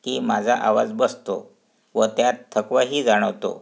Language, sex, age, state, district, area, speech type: Marathi, male, 45-60, Maharashtra, Wardha, urban, spontaneous